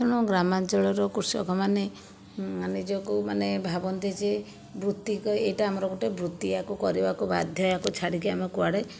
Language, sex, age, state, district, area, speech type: Odia, female, 60+, Odisha, Khordha, rural, spontaneous